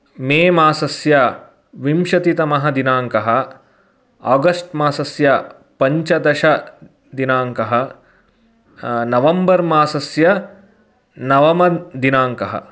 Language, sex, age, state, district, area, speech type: Sanskrit, male, 30-45, Karnataka, Mysore, urban, spontaneous